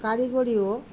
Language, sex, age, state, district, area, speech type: Bengali, female, 45-60, West Bengal, Murshidabad, rural, spontaneous